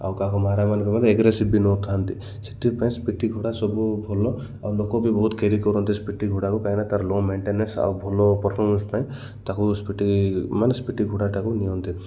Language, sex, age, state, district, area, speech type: Odia, male, 30-45, Odisha, Koraput, urban, spontaneous